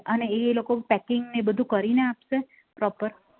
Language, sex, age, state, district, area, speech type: Gujarati, female, 30-45, Gujarat, Surat, urban, conversation